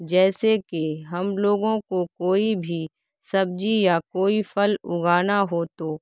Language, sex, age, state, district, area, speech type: Urdu, female, 18-30, Bihar, Saharsa, rural, spontaneous